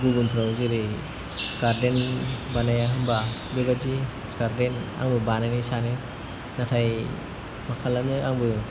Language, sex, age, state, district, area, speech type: Bodo, male, 18-30, Assam, Kokrajhar, rural, spontaneous